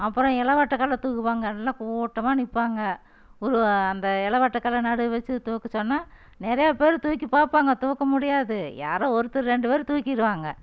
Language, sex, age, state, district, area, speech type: Tamil, female, 60+, Tamil Nadu, Erode, rural, spontaneous